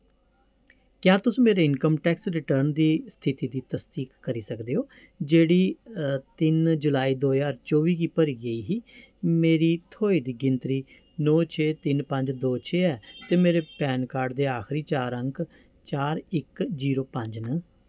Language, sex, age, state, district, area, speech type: Dogri, male, 45-60, Jammu and Kashmir, Jammu, urban, read